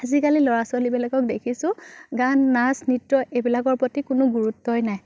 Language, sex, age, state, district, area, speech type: Assamese, female, 30-45, Assam, Biswanath, rural, spontaneous